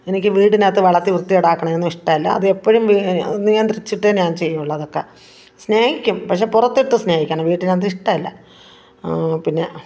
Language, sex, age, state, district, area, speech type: Malayalam, female, 45-60, Kerala, Thiruvananthapuram, rural, spontaneous